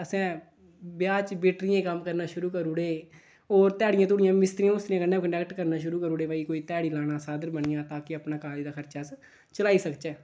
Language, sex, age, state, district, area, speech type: Dogri, male, 18-30, Jammu and Kashmir, Udhampur, rural, spontaneous